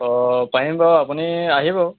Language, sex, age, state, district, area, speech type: Assamese, male, 18-30, Assam, Jorhat, urban, conversation